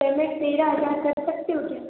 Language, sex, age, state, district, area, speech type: Hindi, female, 18-30, Rajasthan, Jodhpur, urban, conversation